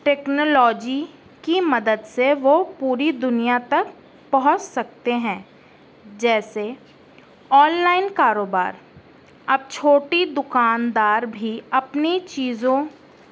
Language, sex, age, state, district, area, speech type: Urdu, female, 18-30, Uttar Pradesh, Balrampur, rural, spontaneous